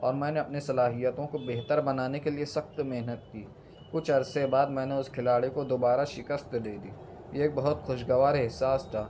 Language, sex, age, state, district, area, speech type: Urdu, male, 45-60, Maharashtra, Nashik, urban, spontaneous